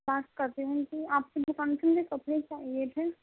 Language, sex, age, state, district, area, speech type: Urdu, female, 18-30, Uttar Pradesh, Gautam Buddha Nagar, rural, conversation